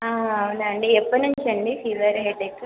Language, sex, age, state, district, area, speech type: Telugu, female, 18-30, Telangana, Nagarkurnool, rural, conversation